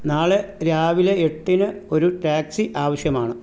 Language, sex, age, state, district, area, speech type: Malayalam, male, 45-60, Kerala, Pathanamthitta, rural, read